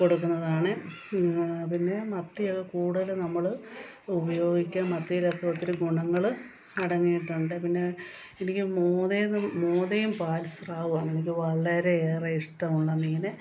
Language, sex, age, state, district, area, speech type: Malayalam, female, 45-60, Kerala, Kottayam, rural, spontaneous